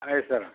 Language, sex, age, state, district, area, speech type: Kannada, male, 60+, Karnataka, Kodagu, rural, conversation